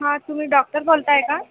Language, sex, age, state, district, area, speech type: Marathi, male, 18-30, Maharashtra, Buldhana, urban, conversation